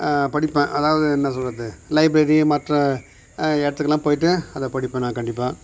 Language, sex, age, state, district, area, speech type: Tamil, male, 60+, Tamil Nadu, Viluppuram, rural, spontaneous